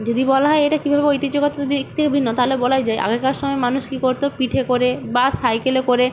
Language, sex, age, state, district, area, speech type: Bengali, female, 30-45, West Bengal, Nadia, rural, spontaneous